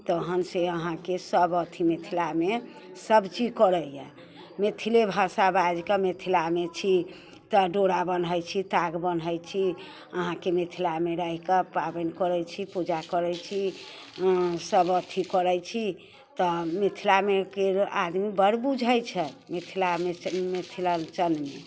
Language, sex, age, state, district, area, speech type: Maithili, female, 60+, Bihar, Muzaffarpur, urban, spontaneous